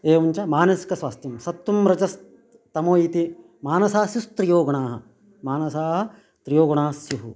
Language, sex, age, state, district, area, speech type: Sanskrit, male, 45-60, Karnataka, Uttara Kannada, rural, spontaneous